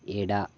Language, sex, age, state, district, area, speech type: Kannada, male, 18-30, Karnataka, Chikkaballapur, rural, read